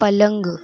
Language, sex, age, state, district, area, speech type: Urdu, female, 30-45, Uttar Pradesh, Lucknow, rural, read